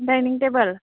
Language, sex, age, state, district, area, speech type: Bodo, female, 18-30, Assam, Udalguri, rural, conversation